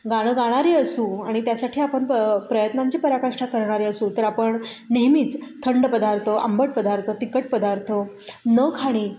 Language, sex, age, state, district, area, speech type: Marathi, female, 30-45, Maharashtra, Satara, urban, spontaneous